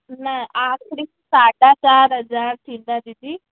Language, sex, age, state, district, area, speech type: Sindhi, female, 18-30, Rajasthan, Ajmer, urban, conversation